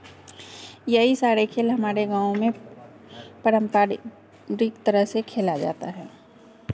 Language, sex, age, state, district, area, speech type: Hindi, female, 45-60, Bihar, Begusarai, rural, spontaneous